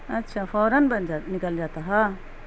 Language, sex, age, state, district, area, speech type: Urdu, female, 45-60, Bihar, Gaya, urban, spontaneous